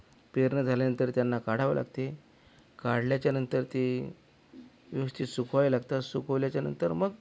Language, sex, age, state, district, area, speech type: Marathi, male, 45-60, Maharashtra, Akola, rural, spontaneous